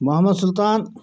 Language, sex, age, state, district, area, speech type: Kashmiri, male, 30-45, Jammu and Kashmir, Srinagar, urban, spontaneous